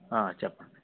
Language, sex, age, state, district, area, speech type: Telugu, male, 45-60, Andhra Pradesh, East Godavari, rural, conversation